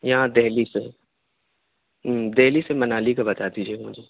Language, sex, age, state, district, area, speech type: Urdu, male, 18-30, Delhi, South Delhi, urban, conversation